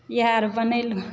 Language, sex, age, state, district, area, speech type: Maithili, female, 30-45, Bihar, Supaul, rural, spontaneous